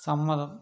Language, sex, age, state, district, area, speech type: Malayalam, male, 30-45, Kerala, Palakkad, urban, read